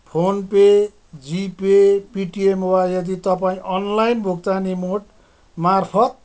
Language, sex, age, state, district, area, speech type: Nepali, male, 60+, West Bengal, Kalimpong, rural, spontaneous